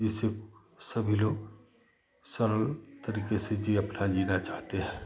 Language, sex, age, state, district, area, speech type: Hindi, male, 60+, Uttar Pradesh, Chandauli, urban, spontaneous